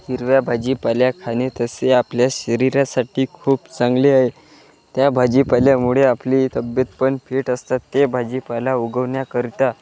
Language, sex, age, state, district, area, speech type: Marathi, male, 18-30, Maharashtra, Wardha, rural, spontaneous